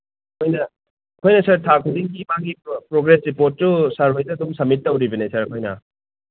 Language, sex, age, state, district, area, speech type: Manipuri, male, 45-60, Manipur, Imphal East, rural, conversation